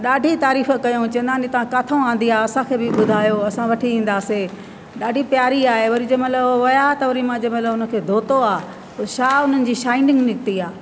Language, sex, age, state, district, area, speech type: Sindhi, female, 60+, Delhi, South Delhi, rural, spontaneous